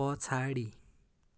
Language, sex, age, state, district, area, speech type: Nepali, male, 18-30, West Bengal, Darjeeling, rural, read